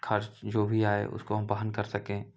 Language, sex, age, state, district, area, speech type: Hindi, male, 30-45, Uttar Pradesh, Chandauli, rural, spontaneous